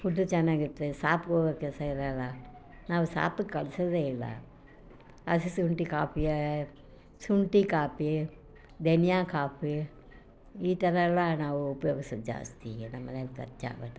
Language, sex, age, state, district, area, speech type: Kannada, female, 60+, Karnataka, Mysore, rural, spontaneous